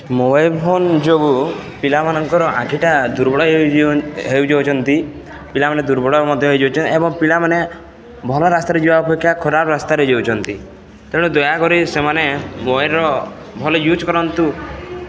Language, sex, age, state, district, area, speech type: Odia, male, 18-30, Odisha, Balangir, urban, spontaneous